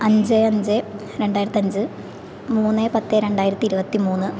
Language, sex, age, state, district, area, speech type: Malayalam, female, 18-30, Kerala, Thrissur, rural, spontaneous